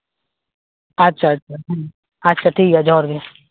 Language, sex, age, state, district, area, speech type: Santali, male, 18-30, West Bengal, Malda, rural, conversation